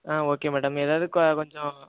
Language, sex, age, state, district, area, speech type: Tamil, male, 18-30, Tamil Nadu, Tiruvarur, rural, conversation